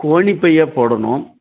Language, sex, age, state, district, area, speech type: Tamil, male, 60+, Tamil Nadu, Dharmapuri, rural, conversation